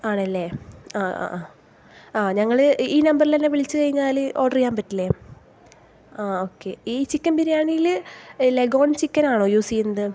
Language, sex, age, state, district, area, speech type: Malayalam, female, 18-30, Kerala, Thrissur, urban, spontaneous